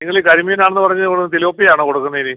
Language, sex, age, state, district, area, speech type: Malayalam, male, 45-60, Kerala, Alappuzha, rural, conversation